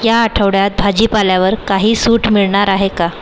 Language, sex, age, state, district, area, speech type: Marathi, female, 30-45, Maharashtra, Nagpur, urban, read